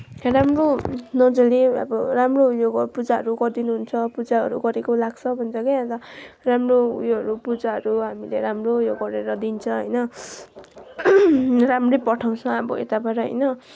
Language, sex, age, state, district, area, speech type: Nepali, female, 18-30, West Bengal, Kalimpong, rural, spontaneous